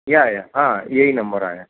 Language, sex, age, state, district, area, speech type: Sindhi, male, 45-60, Uttar Pradesh, Lucknow, rural, conversation